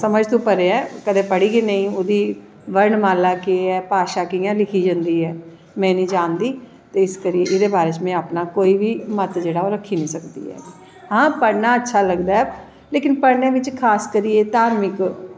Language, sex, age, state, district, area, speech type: Dogri, female, 45-60, Jammu and Kashmir, Jammu, urban, spontaneous